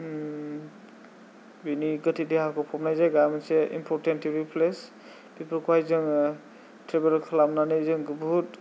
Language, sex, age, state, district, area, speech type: Bodo, male, 18-30, Assam, Kokrajhar, rural, spontaneous